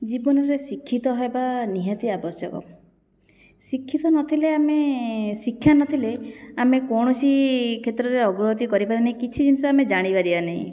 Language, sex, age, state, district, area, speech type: Odia, female, 30-45, Odisha, Jajpur, rural, spontaneous